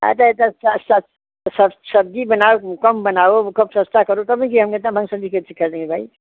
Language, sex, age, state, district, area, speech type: Hindi, female, 60+, Uttar Pradesh, Ghazipur, rural, conversation